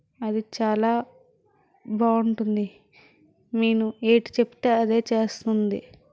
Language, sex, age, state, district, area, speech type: Telugu, female, 60+, Andhra Pradesh, Vizianagaram, rural, spontaneous